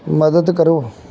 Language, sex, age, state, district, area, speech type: Punjabi, male, 30-45, Punjab, Gurdaspur, rural, read